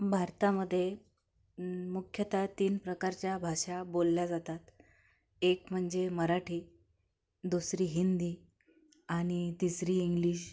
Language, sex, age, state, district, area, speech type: Marathi, female, 45-60, Maharashtra, Akola, urban, spontaneous